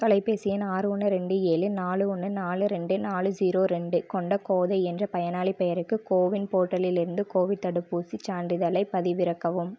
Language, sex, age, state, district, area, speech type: Tamil, female, 18-30, Tamil Nadu, Erode, rural, read